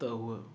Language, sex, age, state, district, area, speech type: Sindhi, male, 18-30, Gujarat, Kutch, urban, spontaneous